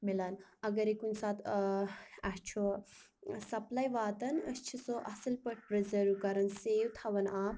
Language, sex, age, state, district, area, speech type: Kashmiri, female, 18-30, Jammu and Kashmir, Anantnag, rural, spontaneous